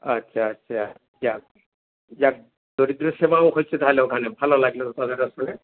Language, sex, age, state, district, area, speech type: Bengali, male, 60+, West Bengal, Darjeeling, rural, conversation